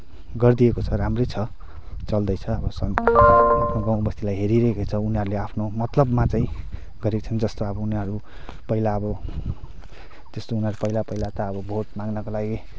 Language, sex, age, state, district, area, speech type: Nepali, male, 30-45, West Bengal, Kalimpong, rural, spontaneous